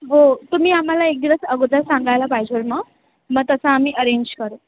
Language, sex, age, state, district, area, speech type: Marathi, female, 18-30, Maharashtra, Mumbai Suburban, urban, conversation